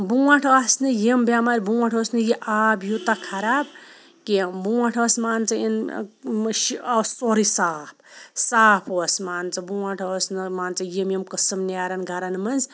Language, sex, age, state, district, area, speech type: Kashmiri, female, 45-60, Jammu and Kashmir, Shopian, rural, spontaneous